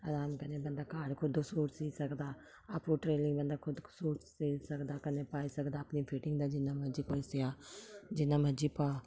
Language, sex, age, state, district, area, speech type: Dogri, female, 30-45, Jammu and Kashmir, Samba, rural, spontaneous